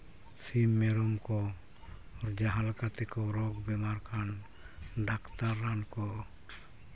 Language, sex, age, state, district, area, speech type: Santali, male, 60+, Jharkhand, East Singhbhum, rural, spontaneous